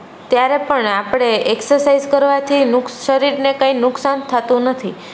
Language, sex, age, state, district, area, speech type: Gujarati, female, 18-30, Gujarat, Rajkot, urban, spontaneous